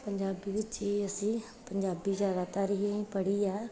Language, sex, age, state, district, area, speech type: Punjabi, female, 30-45, Punjab, Gurdaspur, urban, spontaneous